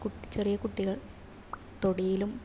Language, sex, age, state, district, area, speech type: Malayalam, female, 30-45, Kerala, Kasaragod, rural, spontaneous